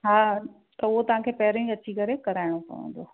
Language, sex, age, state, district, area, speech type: Sindhi, female, 45-60, Rajasthan, Ajmer, urban, conversation